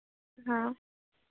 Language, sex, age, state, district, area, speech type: Hindi, female, 18-30, Madhya Pradesh, Seoni, urban, conversation